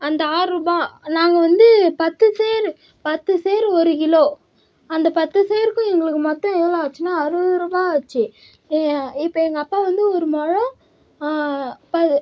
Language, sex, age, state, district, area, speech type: Tamil, female, 18-30, Tamil Nadu, Cuddalore, rural, spontaneous